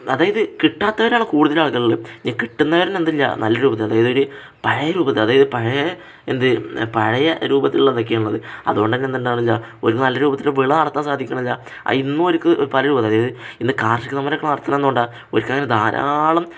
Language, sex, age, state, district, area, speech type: Malayalam, male, 18-30, Kerala, Palakkad, rural, spontaneous